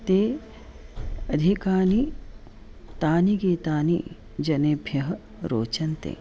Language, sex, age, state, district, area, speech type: Sanskrit, female, 45-60, Maharashtra, Nagpur, urban, spontaneous